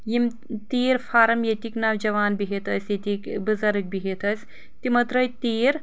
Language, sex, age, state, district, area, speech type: Kashmiri, female, 18-30, Jammu and Kashmir, Anantnag, urban, spontaneous